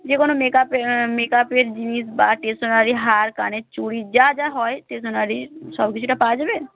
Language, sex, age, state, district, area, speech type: Bengali, female, 18-30, West Bengal, Bankura, rural, conversation